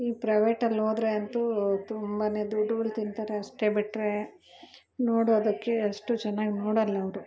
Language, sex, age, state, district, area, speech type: Kannada, female, 30-45, Karnataka, Bangalore Urban, urban, spontaneous